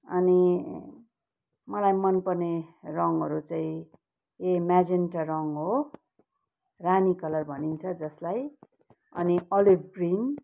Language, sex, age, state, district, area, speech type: Nepali, female, 45-60, West Bengal, Kalimpong, rural, spontaneous